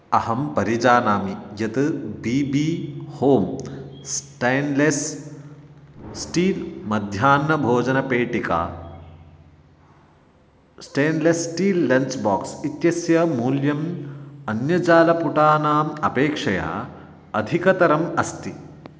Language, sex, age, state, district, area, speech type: Sanskrit, male, 18-30, Karnataka, Uttara Kannada, rural, read